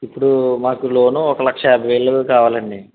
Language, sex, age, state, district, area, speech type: Telugu, male, 30-45, Andhra Pradesh, West Godavari, rural, conversation